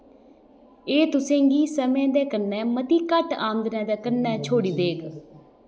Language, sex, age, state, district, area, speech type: Dogri, female, 30-45, Jammu and Kashmir, Udhampur, rural, read